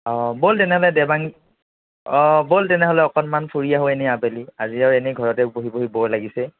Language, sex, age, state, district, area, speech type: Assamese, male, 45-60, Assam, Nagaon, rural, conversation